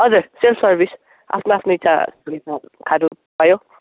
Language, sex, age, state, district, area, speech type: Nepali, male, 18-30, West Bengal, Darjeeling, rural, conversation